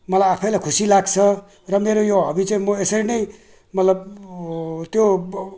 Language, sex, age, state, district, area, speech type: Nepali, male, 60+, West Bengal, Jalpaiguri, rural, spontaneous